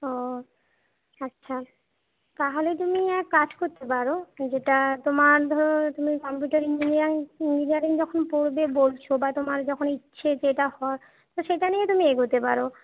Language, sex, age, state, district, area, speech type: Bengali, female, 30-45, West Bengal, Jhargram, rural, conversation